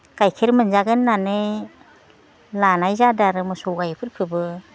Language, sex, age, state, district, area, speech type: Bodo, female, 60+, Assam, Udalguri, rural, spontaneous